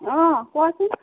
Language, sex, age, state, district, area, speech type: Assamese, female, 45-60, Assam, Lakhimpur, rural, conversation